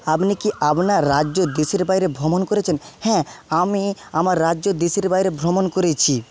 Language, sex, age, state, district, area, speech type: Bengali, male, 30-45, West Bengal, Jhargram, rural, spontaneous